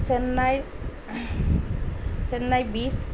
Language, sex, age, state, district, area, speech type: Assamese, female, 45-60, Assam, Nalbari, rural, spontaneous